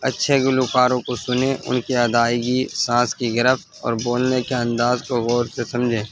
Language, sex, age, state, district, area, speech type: Urdu, male, 18-30, Delhi, North East Delhi, urban, spontaneous